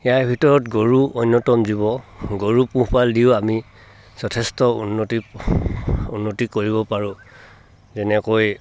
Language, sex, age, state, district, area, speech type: Assamese, male, 60+, Assam, Dhemaji, rural, spontaneous